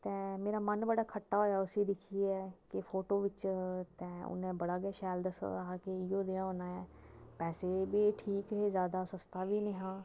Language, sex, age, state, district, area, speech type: Dogri, female, 30-45, Jammu and Kashmir, Kathua, rural, spontaneous